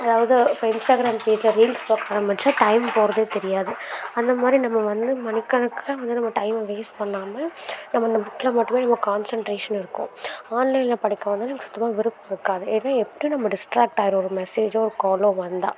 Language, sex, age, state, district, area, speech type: Tamil, female, 18-30, Tamil Nadu, Karur, rural, spontaneous